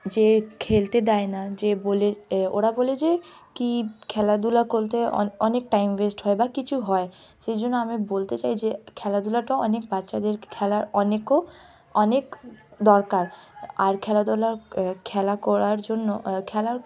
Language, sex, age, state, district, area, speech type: Bengali, female, 18-30, West Bengal, Hooghly, urban, spontaneous